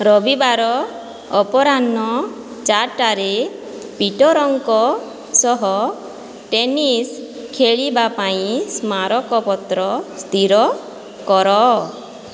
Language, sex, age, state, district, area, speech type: Odia, female, 30-45, Odisha, Boudh, rural, read